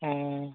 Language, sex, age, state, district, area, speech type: Santali, male, 18-30, West Bengal, Purba Bardhaman, rural, conversation